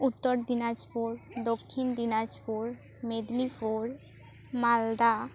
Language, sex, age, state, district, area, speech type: Santali, female, 18-30, West Bengal, Bankura, rural, spontaneous